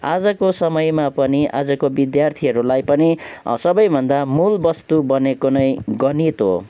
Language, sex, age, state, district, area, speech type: Nepali, male, 30-45, West Bengal, Kalimpong, rural, spontaneous